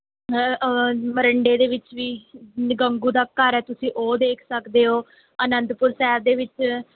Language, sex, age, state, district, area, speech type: Punjabi, female, 18-30, Punjab, Mohali, rural, conversation